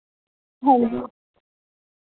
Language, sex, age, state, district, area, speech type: Dogri, female, 18-30, Jammu and Kashmir, Jammu, urban, conversation